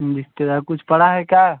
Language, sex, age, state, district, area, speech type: Hindi, male, 18-30, Uttar Pradesh, Jaunpur, rural, conversation